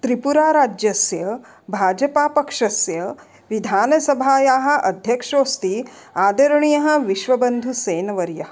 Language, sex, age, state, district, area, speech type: Sanskrit, female, 45-60, Maharashtra, Nagpur, urban, spontaneous